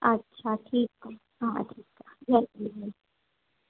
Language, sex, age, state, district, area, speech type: Sindhi, female, 30-45, Gujarat, Surat, urban, conversation